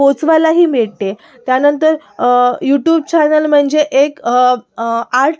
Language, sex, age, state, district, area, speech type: Marathi, female, 18-30, Maharashtra, Sindhudurg, urban, spontaneous